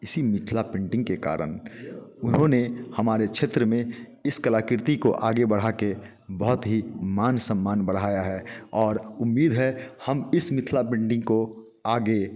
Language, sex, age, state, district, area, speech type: Hindi, male, 45-60, Bihar, Muzaffarpur, urban, spontaneous